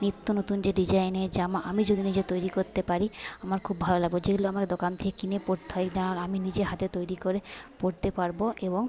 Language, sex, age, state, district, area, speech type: Bengali, female, 30-45, West Bengal, Jhargram, rural, spontaneous